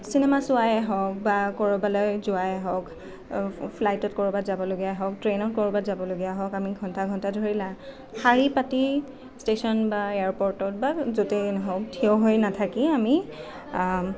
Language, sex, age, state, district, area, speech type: Assamese, female, 18-30, Assam, Nalbari, rural, spontaneous